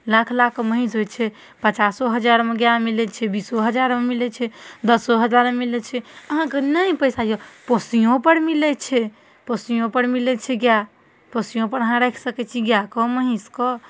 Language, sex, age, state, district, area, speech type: Maithili, female, 18-30, Bihar, Darbhanga, rural, spontaneous